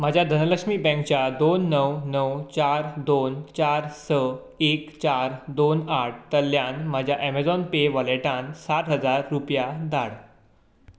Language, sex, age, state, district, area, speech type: Goan Konkani, male, 18-30, Goa, Tiswadi, rural, read